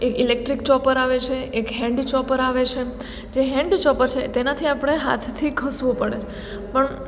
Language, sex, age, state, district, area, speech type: Gujarati, female, 18-30, Gujarat, Surat, urban, spontaneous